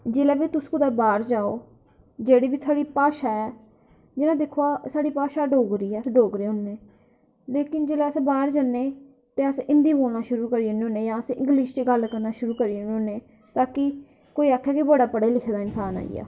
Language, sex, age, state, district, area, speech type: Dogri, female, 18-30, Jammu and Kashmir, Kathua, rural, spontaneous